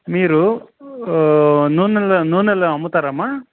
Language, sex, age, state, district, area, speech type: Telugu, male, 30-45, Andhra Pradesh, Kadapa, urban, conversation